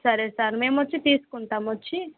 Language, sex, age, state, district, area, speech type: Telugu, female, 18-30, Andhra Pradesh, Guntur, rural, conversation